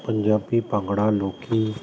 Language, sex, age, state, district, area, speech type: Punjabi, male, 45-60, Punjab, Jalandhar, urban, spontaneous